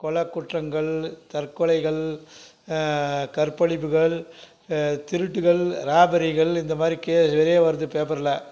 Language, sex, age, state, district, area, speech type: Tamil, male, 60+, Tamil Nadu, Krishnagiri, rural, spontaneous